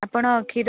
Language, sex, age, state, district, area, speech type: Odia, female, 18-30, Odisha, Kendujhar, urban, conversation